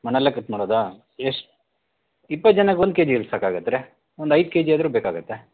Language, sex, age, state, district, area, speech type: Kannada, male, 45-60, Karnataka, Shimoga, rural, conversation